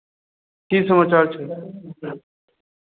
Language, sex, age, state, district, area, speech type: Maithili, male, 30-45, Bihar, Madhubani, rural, conversation